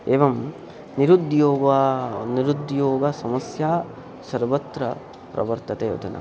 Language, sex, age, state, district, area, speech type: Sanskrit, male, 18-30, West Bengal, Purba Medinipur, rural, spontaneous